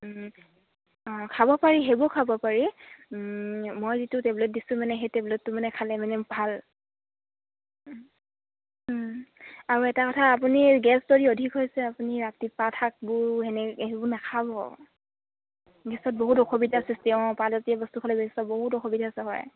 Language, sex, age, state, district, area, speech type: Assamese, female, 60+, Assam, Dibrugarh, rural, conversation